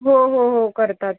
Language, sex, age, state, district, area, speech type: Marathi, female, 18-30, Maharashtra, Solapur, urban, conversation